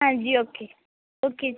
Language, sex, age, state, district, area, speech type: Punjabi, female, 18-30, Punjab, Barnala, rural, conversation